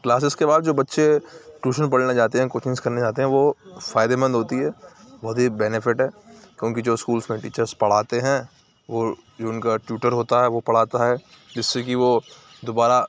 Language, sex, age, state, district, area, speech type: Urdu, male, 30-45, Uttar Pradesh, Aligarh, rural, spontaneous